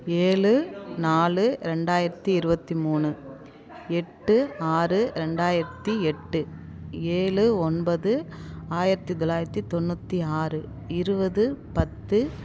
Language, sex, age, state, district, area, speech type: Tamil, female, 30-45, Tamil Nadu, Tiruvannamalai, rural, spontaneous